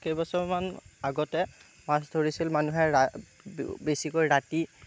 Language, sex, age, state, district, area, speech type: Assamese, male, 30-45, Assam, Darrang, rural, spontaneous